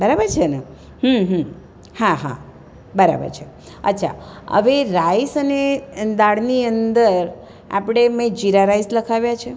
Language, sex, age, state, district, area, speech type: Gujarati, female, 60+, Gujarat, Surat, urban, spontaneous